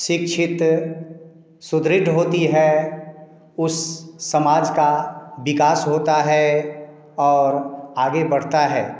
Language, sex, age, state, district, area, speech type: Hindi, male, 45-60, Bihar, Samastipur, urban, spontaneous